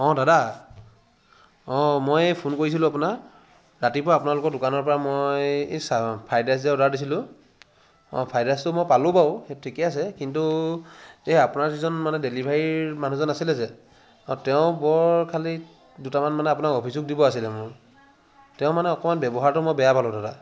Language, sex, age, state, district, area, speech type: Assamese, male, 60+, Assam, Charaideo, rural, spontaneous